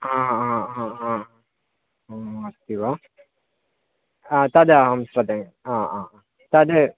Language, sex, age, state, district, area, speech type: Sanskrit, male, 18-30, Kerala, Thiruvananthapuram, rural, conversation